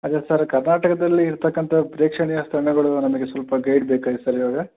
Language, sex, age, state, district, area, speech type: Kannada, male, 18-30, Karnataka, Chitradurga, urban, conversation